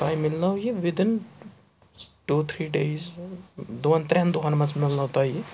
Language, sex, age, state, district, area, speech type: Kashmiri, male, 45-60, Jammu and Kashmir, Srinagar, urban, spontaneous